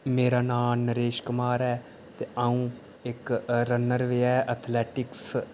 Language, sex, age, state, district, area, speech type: Dogri, male, 30-45, Jammu and Kashmir, Reasi, rural, spontaneous